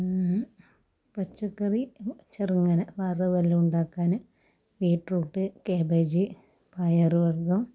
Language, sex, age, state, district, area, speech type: Malayalam, female, 45-60, Kerala, Kasaragod, rural, spontaneous